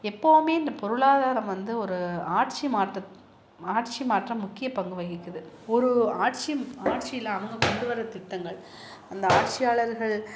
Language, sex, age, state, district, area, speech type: Tamil, female, 30-45, Tamil Nadu, Salem, urban, spontaneous